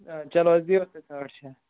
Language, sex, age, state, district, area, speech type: Kashmiri, male, 18-30, Jammu and Kashmir, Budgam, rural, conversation